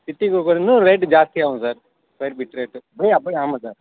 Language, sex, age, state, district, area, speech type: Tamil, male, 30-45, Tamil Nadu, Madurai, urban, conversation